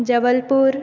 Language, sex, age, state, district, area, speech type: Hindi, female, 18-30, Madhya Pradesh, Hoshangabad, urban, spontaneous